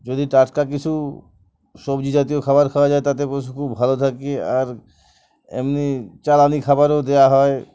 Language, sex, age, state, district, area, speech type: Bengali, male, 45-60, West Bengal, Uttar Dinajpur, urban, spontaneous